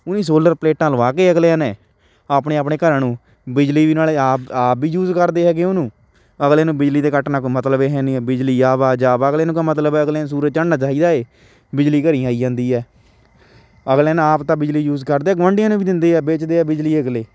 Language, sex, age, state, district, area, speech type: Punjabi, male, 18-30, Punjab, Shaheed Bhagat Singh Nagar, urban, spontaneous